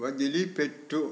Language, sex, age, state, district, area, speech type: Telugu, male, 60+, Andhra Pradesh, Sri Satya Sai, urban, read